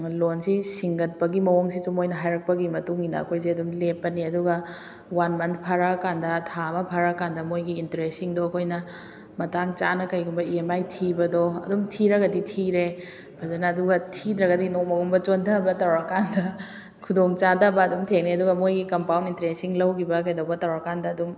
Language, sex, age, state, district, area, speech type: Manipuri, female, 30-45, Manipur, Kakching, rural, spontaneous